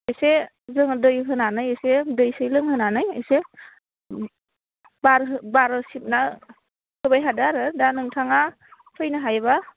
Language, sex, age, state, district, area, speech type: Bodo, female, 18-30, Assam, Udalguri, urban, conversation